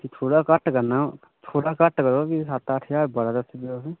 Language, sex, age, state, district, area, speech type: Dogri, male, 18-30, Jammu and Kashmir, Udhampur, rural, conversation